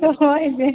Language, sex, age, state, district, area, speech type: Bengali, female, 30-45, West Bengal, Murshidabad, rural, conversation